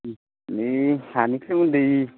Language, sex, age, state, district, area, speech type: Bodo, male, 18-30, Assam, Baksa, rural, conversation